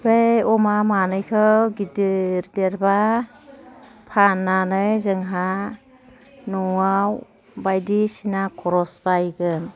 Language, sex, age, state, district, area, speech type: Bodo, female, 45-60, Assam, Chirang, rural, spontaneous